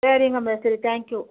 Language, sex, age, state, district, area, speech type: Tamil, female, 45-60, Tamil Nadu, Viluppuram, rural, conversation